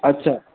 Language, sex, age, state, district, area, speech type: Bengali, male, 18-30, West Bengal, Howrah, urban, conversation